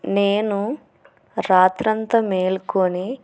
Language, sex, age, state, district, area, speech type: Telugu, female, 45-60, Andhra Pradesh, Kurnool, urban, spontaneous